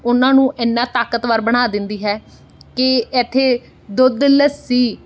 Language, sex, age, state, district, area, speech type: Punjabi, female, 30-45, Punjab, Bathinda, urban, spontaneous